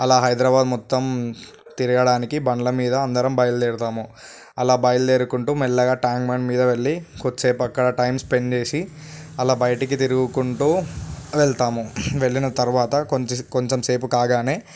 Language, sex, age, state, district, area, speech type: Telugu, male, 18-30, Telangana, Vikarabad, urban, spontaneous